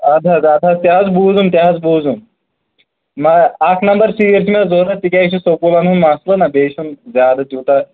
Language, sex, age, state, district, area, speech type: Kashmiri, male, 30-45, Jammu and Kashmir, Shopian, rural, conversation